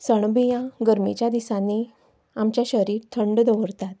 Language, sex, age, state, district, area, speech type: Goan Konkani, female, 30-45, Goa, Ponda, rural, spontaneous